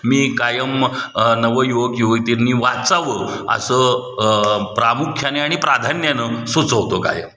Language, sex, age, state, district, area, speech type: Marathi, male, 45-60, Maharashtra, Satara, urban, spontaneous